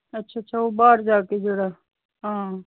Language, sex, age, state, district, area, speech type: Punjabi, female, 60+, Punjab, Fazilka, rural, conversation